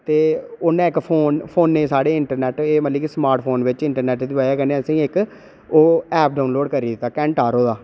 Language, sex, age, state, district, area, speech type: Dogri, male, 18-30, Jammu and Kashmir, Reasi, rural, spontaneous